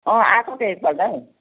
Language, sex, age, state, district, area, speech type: Nepali, female, 60+, West Bengal, Jalpaiguri, rural, conversation